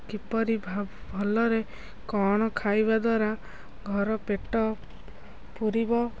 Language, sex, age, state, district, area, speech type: Odia, female, 18-30, Odisha, Kendrapara, urban, spontaneous